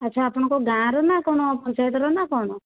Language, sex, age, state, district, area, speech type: Odia, female, 60+, Odisha, Jajpur, rural, conversation